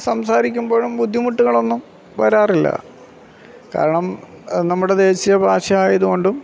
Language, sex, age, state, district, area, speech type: Malayalam, male, 45-60, Kerala, Alappuzha, rural, spontaneous